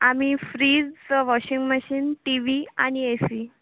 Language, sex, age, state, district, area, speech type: Marathi, female, 18-30, Maharashtra, Washim, rural, conversation